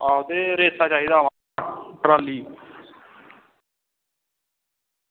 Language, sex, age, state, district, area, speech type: Dogri, male, 30-45, Jammu and Kashmir, Kathua, rural, conversation